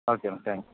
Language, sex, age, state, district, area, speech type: Telugu, male, 30-45, Andhra Pradesh, Anantapur, rural, conversation